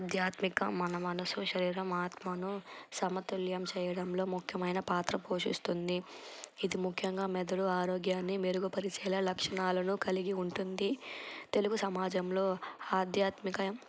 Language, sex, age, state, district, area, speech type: Telugu, female, 18-30, Andhra Pradesh, Annamaya, rural, spontaneous